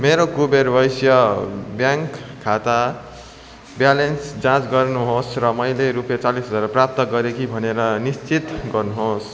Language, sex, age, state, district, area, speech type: Nepali, male, 18-30, West Bengal, Darjeeling, rural, read